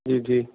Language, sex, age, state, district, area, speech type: Punjabi, male, 30-45, Punjab, Jalandhar, urban, conversation